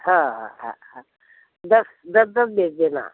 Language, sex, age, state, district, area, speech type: Hindi, female, 60+, Madhya Pradesh, Bhopal, urban, conversation